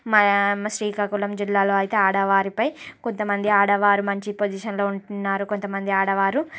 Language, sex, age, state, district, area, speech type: Telugu, female, 30-45, Andhra Pradesh, Srikakulam, urban, spontaneous